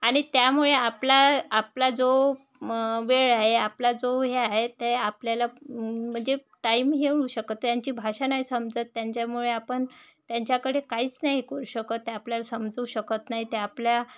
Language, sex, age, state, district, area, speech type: Marathi, female, 30-45, Maharashtra, Wardha, rural, spontaneous